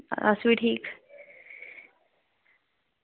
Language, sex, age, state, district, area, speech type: Dogri, female, 18-30, Jammu and Kashmir, Udhampur, rural, conversation